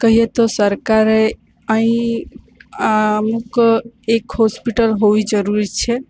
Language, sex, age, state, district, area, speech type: Gujarati, female, 18-30, Gujarat, Valsad, rural, spontaneous